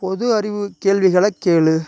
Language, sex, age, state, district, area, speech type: Tamil, male, 30-45, Tamil Nadu, Ariyalur, rural, read